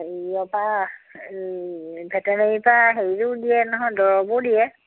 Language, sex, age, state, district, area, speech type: Assamese, female, 60+, Assam, Majuli, urban, conversation